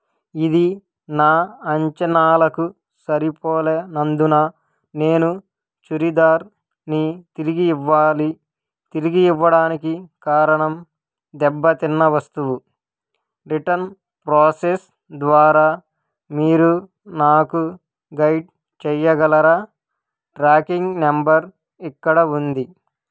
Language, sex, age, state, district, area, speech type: Telugu, male, 18-30, Andhra Pradesh, Krishna, urban, read